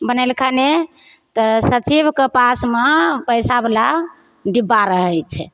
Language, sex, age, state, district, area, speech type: Maithili, female, 30-45, Bihar, Begusarai, rural, spontaneous